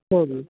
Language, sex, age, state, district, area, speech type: Punjabi, male, 30-45, Punjab, Barnala, rural, conversation